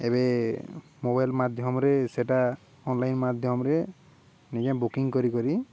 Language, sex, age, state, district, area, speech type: Odia, male, 30-45, Odisha, Balangir, urban, spontaneous